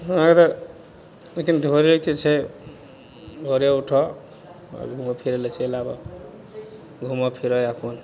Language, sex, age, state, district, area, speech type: Maithili, male, 45-60, Bihar, Madhepura, rural, spontaneous